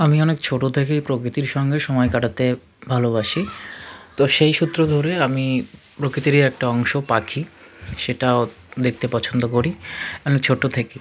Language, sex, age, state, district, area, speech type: Bengali, male, 45-60, West Bengal, South 24 Parganas, rural, spontaneous